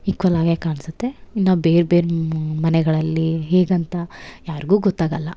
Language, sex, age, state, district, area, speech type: Kannada, female, 18-30, Karnataka, Vijayanagara, rural, spontaneous